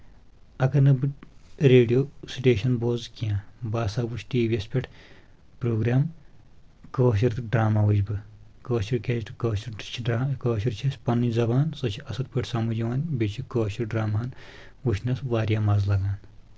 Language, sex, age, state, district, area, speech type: Kashmiri, male, 18-30, Jammu and Kashmir, Kulgam, rural, spontaneous